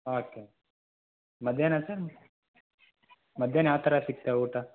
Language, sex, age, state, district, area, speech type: Kannada, male, 18-30, Karnataka, Chitradurga, rural, conversation